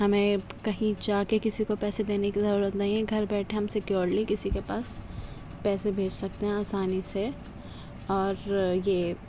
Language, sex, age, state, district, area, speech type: Urdu, male, 18-30, Delhi, Central Delhi, urban, spontaneous